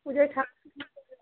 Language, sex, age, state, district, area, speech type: Bengali, female, 30-45, West Bengal, Dakshin Dinajpur, urban, conversation